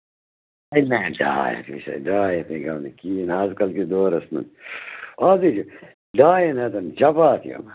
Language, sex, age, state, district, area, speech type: Kashmiri, male, 18-30, Jammu and Kashmir, Bandipora, rural, conversation